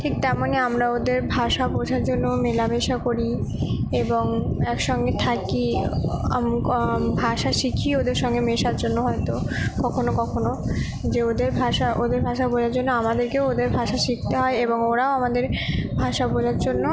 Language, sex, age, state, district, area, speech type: Bengali, female, 18-30, West Bengal, Purba Bardhaman, urban, spontaneous